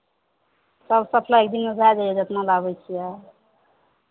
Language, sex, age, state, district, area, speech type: Maithili, female, 45-60, Bihar, Madhepura, rural, conversation